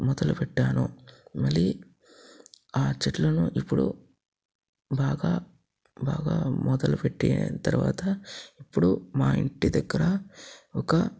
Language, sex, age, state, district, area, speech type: Telugu, male, 30-45, Andhra Pradesh, Chittoor, urban, spontaneous